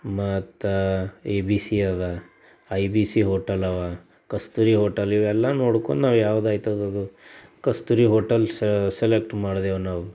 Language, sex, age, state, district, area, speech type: Kannada, male, 45-60, Karnataka, Bidar, urban, spontaneous